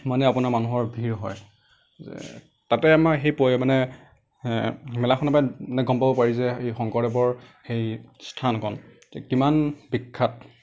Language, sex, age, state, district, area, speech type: Assamese, male, 18-30, Assam, Nagaon, rural, spontaneous